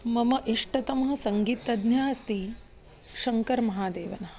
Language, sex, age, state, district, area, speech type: Sanskrit, female, 30-45, Maharashtra, Nagpur, urban, spontaneous